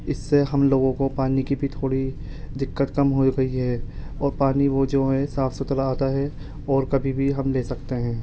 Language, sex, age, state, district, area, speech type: Urdu, male, 18-30, Delhi, Central Delhi, urban, spontaneous